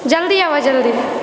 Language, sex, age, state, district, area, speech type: Maithili, female, 18-30, Bihar, Purnia, rural, spontaneous